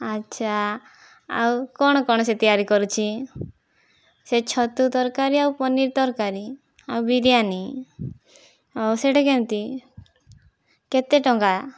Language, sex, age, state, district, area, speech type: Odia, female, 18-30, Odisha, Kandhamal, rural, spontaneous